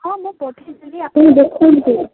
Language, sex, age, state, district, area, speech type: Odia, female, 18-30, Odisha, Malkangiri, urban, conversation